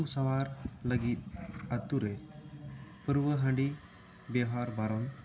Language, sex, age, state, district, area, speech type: Santali, male, 18-30, West Bengal, Bankura, rural, spontaneous